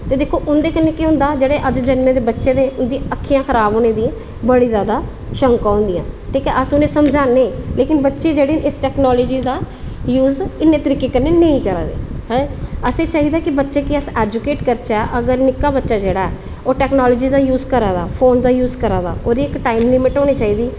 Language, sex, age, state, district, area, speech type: Dogri, female, 30-45, Jammu and Kashmir, Udhampur, urban, spontaneous